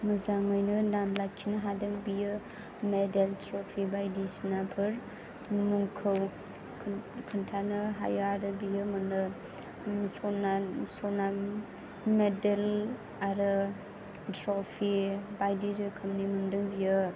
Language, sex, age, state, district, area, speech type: Bodo, female, 18-30, Assam, Chirang, rural, spontaneous